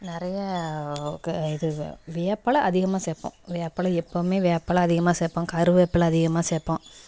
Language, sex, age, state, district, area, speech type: Tamil, female, 30-45, Tamil Nadu, Thoothukudi, rural, spontaneous